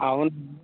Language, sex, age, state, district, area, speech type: Telugu, male, 18-30, Telangana, Khammam, urban, conversation